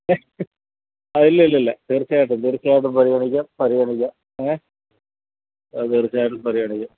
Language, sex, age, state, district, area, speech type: Malayalam, male, 45-60, Kerala, Alappuzha, urban, conversation